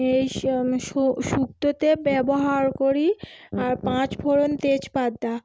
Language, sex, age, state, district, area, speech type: Bengali, female, 30-45, West Bengal, Howrah, urban, spontaneous